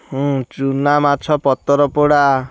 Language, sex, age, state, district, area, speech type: Odia, male, 18-30, Odisha, Kendujhar, urban, spontaneous